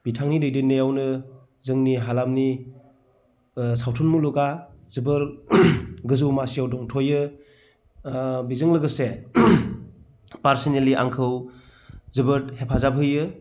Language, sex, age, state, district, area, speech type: Bodo, male, 30-45, Assam, Baksa, rural, spontaneous